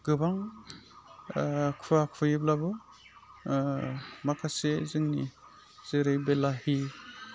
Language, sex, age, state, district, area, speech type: Bodo, male, 30-45, Assam, Udalguri, rural, spontaneous